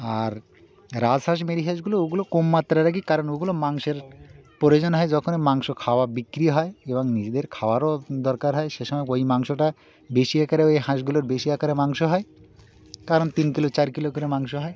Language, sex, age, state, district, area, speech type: Bengali, male, 60+, West Bengal, Birbhum, urban, spontaneous